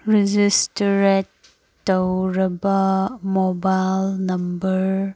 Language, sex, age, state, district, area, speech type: Manipuri, female, 18-30, Manipur, Kangpokpi, urban, read